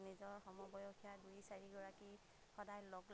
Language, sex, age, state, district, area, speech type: Assamese, female, 30-45, Assam, Lakhimpur, rural, spontaneous